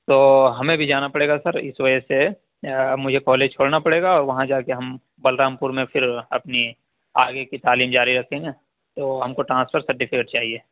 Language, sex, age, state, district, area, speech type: Urdu, male, 45-60, Uttar Pradesh, Aligarh, rural, conversation